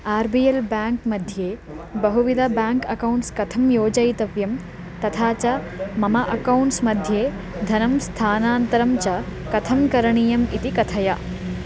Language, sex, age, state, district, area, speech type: Sanskrit, female, 18-30, Karnataka, Chikkamagaluru, urban, read